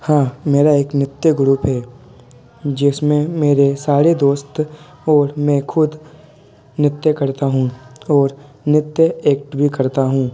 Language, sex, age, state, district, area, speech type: Hindi, male, 30-45, Madhya Pradesh, Bhopal, urban, spontaneous